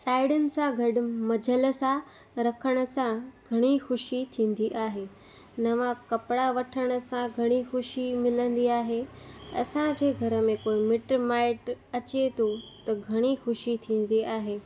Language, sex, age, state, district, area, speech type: Sindhi, female, 18-30, Gujarat, Junagadh, rural, spontaneous